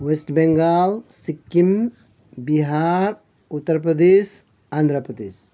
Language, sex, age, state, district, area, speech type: Nepali, male, 45-60, West Bengal, Kalimpong, rural, spontaneous